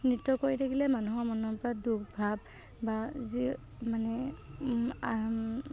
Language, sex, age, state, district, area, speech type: Assamese, female, 18-30, Assam, Nagaon, rural, spontaneous